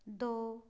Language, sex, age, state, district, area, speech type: Punjabi, female, 18-30, Punjab, Pathankot, rural, read